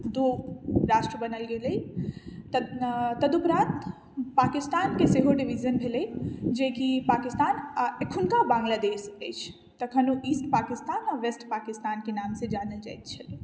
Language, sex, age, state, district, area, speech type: Maithili, female, 60+, Bihar, Madhubani, rural, spontaneous